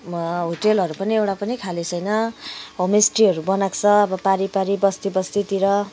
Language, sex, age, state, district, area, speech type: Nepali, female, 45-60, West Bengal, Kalimpong, rural, spontaneous